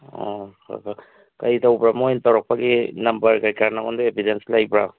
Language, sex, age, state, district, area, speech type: Manipuri, male, 45-60, Manipur, Tengnoupal, rural, conversation